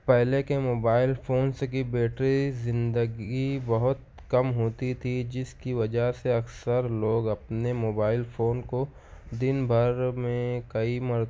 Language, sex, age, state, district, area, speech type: Urdu, male, 18-30, Maharashtra, Nashik, urban, spontaneous